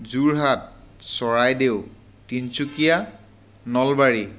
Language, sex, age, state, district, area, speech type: Assamese, male, 30-45, Assam, Sivasagar, urban, spontaneous